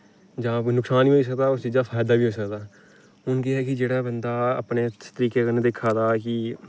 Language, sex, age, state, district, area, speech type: Dogri, male, 18-30, Jammu and Kashmir, Reasi, rural, spontaneous